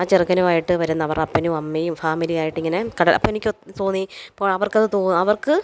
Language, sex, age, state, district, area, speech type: Malayalam, female, 30-45, Kerala, Alappuzha, rural, spontaneous